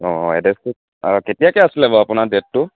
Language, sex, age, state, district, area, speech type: Assamese, male, 18-30, Assam, Dhemaji, rural, conversation